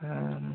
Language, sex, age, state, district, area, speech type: Assamese, male, 18-30, Assam, Dibrugarh, urban, conversation